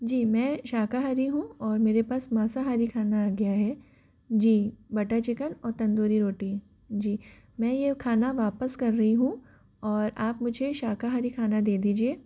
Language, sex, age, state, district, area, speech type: Hindi, female, 45-60, Rajasthan, Jaipur, urban, spontaneous